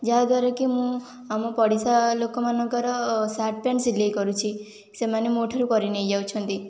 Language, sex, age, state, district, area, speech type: Odia, female, 18-30, Odisha, Khordha, rural, spontaneous